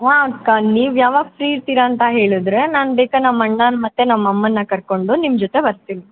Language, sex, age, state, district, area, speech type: Kannada, female, 18-30, Karnataka, Bangalore Urban, urban, conversation